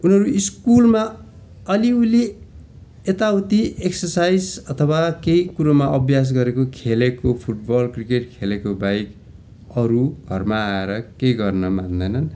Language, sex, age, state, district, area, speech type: Nepali, male, 45-60, West Bengal, Darjeeling, rural, spontaneous